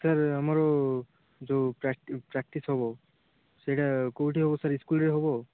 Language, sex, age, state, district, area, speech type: Odia, male, 18-30, Odisha, Malkangiri, rural, conversation